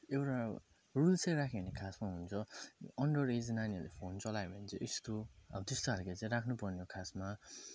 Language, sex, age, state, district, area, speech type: Nepali, male, 30-45, West Bengal, Jalpaiguri, urban, spontaneous